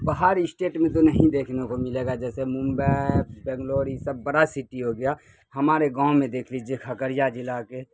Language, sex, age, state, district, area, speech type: Urdu, male, 30-45, Bihar, Khagaria, urban, spontaneous